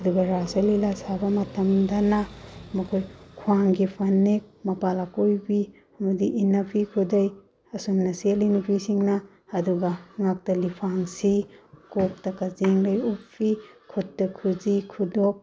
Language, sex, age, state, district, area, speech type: Manipuri, female, 30-45, Manipur, Bishnupur, rural, spontaneous